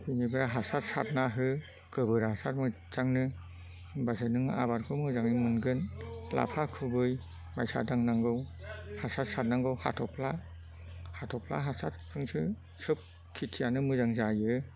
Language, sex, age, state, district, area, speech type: Bodo, male, 60+, Assam, Chirang, rural, spontaneous